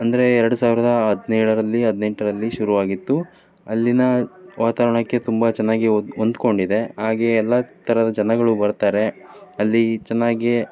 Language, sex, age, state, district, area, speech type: Kannada, male, 30-45, Karnataka, Davanagere, rural, spontaneous